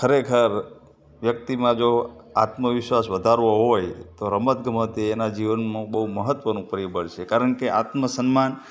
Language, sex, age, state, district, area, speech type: Gujarati, male, 30-45, Gujarat, Morbi, urban, spontaneous